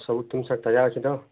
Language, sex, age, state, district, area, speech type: Odia, male, 30-45, Odisha, Bargarh, urban, conversation